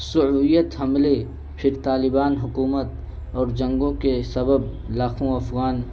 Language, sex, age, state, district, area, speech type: Urdu, male, 18-30, Uttar Pradesh, Balrampur, rural, spontaneous